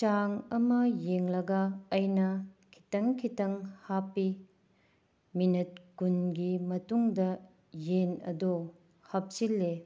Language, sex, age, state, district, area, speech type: Manipuri, female, 30-45, Manipur, Tengnoupal, rural, spontaneous